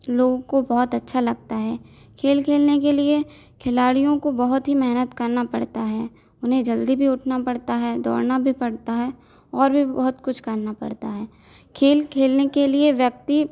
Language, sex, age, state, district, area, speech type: Hindi, female, 18-30, Madhya Pradesh, Hoshangabad, urban, spontaneous